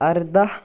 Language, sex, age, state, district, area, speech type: Kashmiri, female, 18-30, Jammu and Kashmir, Kupwara, rural, spontaneous